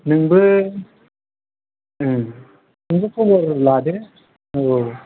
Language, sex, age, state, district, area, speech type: Bodo, male, 18-30, Assam, Chirang, urban, conversation